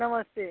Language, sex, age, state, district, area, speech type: Hindi, female, 60+, Uttar Pradesh, Azamgarh, rural, conversation